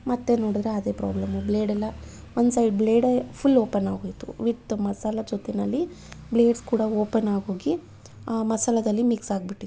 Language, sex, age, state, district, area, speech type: Kannada, female, 30-45, Karnataka, Bangalore Urban, urban, spontaneous